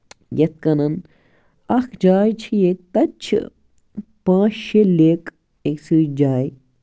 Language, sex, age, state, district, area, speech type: Kashmiri, male, 45-60, Jammu and Kashmir, Baramulla, rural, spontaneous